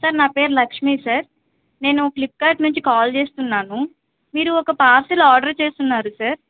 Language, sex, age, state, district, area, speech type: Telugu, female, 18-30, Andhra Pradesh, Nellore, rural, conversation